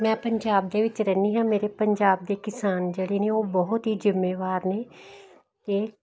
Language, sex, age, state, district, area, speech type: Punjabi, female, 60+, Punjab, Jalandhar, urban, spontaneous